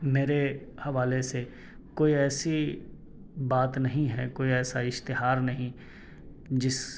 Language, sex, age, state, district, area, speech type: Urdu, male, 30-45, Delhi, South Delhi, urban, spontaneous